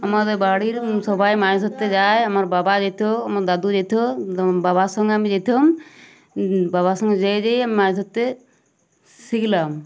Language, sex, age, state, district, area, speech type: Bengali, female, 18-30, West Bengal, Uttar Dinajpur, urban, spontaneous